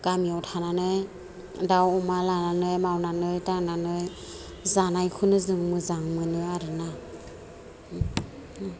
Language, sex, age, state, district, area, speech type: Bodo, female, 45-60, Assam, Chirang, rural, spontaneous